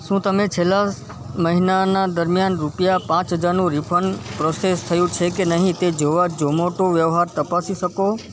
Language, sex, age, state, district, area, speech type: Gujarati, male, 18-30, Gujarat, Kutch, urban, read